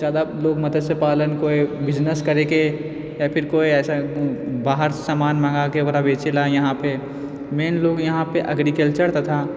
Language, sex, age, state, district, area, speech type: Maithili, male, 30-45, Bihar, Purnia, rural, spontaneous